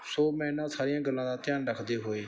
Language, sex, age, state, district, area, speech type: Punjabi, male, 30-45, Punjab, Bathinda, urban, spontaneous